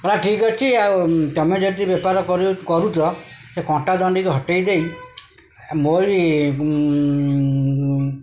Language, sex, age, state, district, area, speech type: Odia, male, 45-60, Odisha, Jagatsinghpur, urban, spontaneous